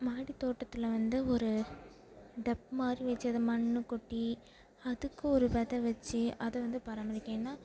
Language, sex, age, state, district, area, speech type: Tamil, female, 18-30, Tamil Nadu, Perambalur, rural, spontaneous